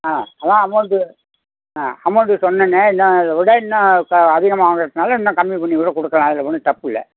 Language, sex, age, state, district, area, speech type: Tamil, male, 60+, Tamil Nadu, Tiruvarur, rural, conversation